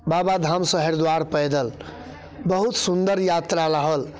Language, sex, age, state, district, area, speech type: Maithili, male, 30-45, Bihar, Muzaffarpur, urban, spontaneous